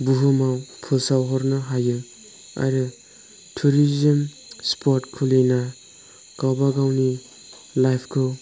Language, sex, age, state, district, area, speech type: Bodo, male, 18-30, Assam, Chirang, rural, spontaneous